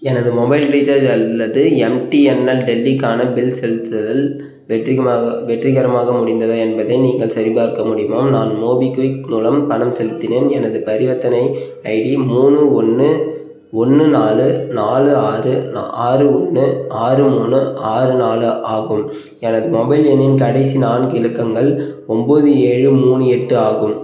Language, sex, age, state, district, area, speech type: Tamil, male, 18-30, Tamil Nadu, Perambalur, rural, read